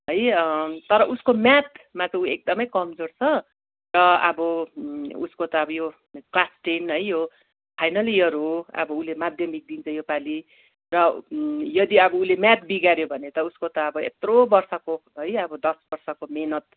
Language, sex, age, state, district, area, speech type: Nepali, female, 45-60, West Bengal, Darjeeling, rural, conversation